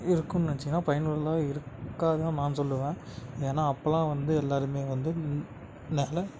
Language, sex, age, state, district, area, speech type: Tamil, male, 18-30, Tamil Nadu, Tiruvannamalai, urban, spontaneous